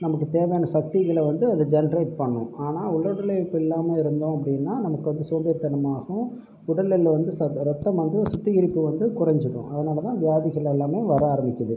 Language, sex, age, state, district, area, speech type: Tamil, male, 18-30, Tamil Nadu, Pudukkottai, rural, spontaneous